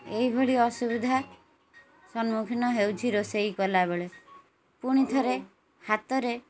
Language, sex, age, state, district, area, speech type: Odia, female, 45-60, Odisha, Kendrapara, urban, spontaneous